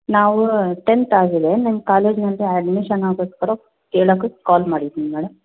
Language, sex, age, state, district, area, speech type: Kannada, female, 30-45, Karnataka, Chitradurga, rural, conversation